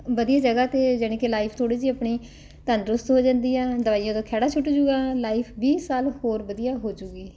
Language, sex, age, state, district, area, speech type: Punjabi, female, 45-60, Punjab, Ludhiana, urban, spontaneous